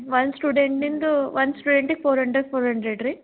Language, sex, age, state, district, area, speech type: Kannada, female, 18-30, Karnataka, Gulbarga, urban, conversation